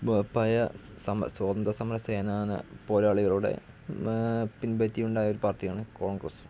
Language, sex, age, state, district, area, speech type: Malayalam, male, 18-30, Kerala, Malappuram, rural, spontaneous